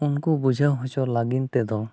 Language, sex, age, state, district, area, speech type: Santali, male, 30-45, Jharkhand, East Singhbhum, rural, spontaneous